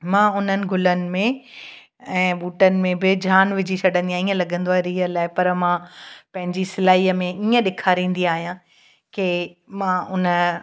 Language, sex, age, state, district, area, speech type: Sindhi, female, 45-60, Gujarat, Kutch, rural, spontaneous